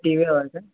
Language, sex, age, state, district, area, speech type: Marathi, male, 18-30, Maharashtra, Sangli, urban, conversation